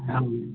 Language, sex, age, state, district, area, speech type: Maithili, male, 45-60, Bihar, Sitamarhi, urban, conversation